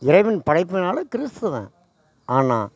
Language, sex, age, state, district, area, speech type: Tamil, male, 60+, Tamil Nadu, Tiruvannamalai, rural, spontaneous